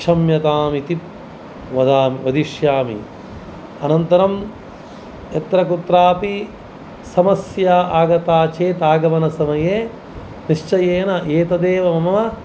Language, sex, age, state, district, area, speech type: Sanskrit, male, 45-60, Karnataka, Dakshina Kannada, rural, spontaneous